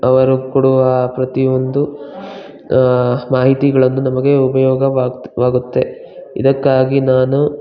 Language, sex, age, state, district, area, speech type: Kannada, male, 18-30, Karnataka, Bangalore Rural, rural, spontaneous